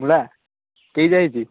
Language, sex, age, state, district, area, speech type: Odia, male, 18-30, Odisha, Puri, urban, conversation